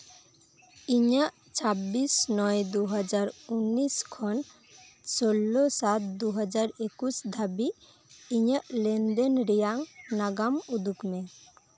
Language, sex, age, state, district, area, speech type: Santali, female, 18-30, West Bengal, Birbhum, rural, read